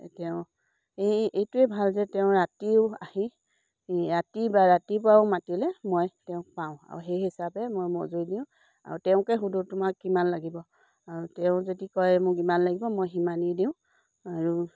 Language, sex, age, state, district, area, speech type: Assamese, female, 45-60, Assam, Dibrugarh, rural, spontaneous